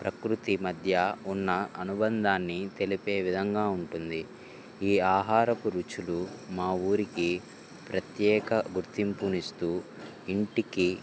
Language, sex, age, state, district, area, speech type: Telugu, male, 18-30, Andhra Pradesh, Guntur, urban, spontaneous